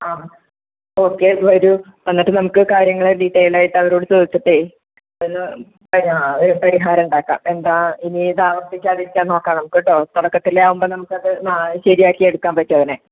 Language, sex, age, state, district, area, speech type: Malayalam, female, 45-60, Kerala, Malappuram, rural, conversation